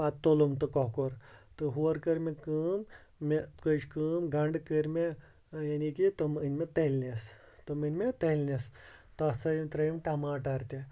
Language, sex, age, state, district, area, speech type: Kashmiri, male, 30-45, Jammu and Kashmir, Srinagar, urban, spontaneous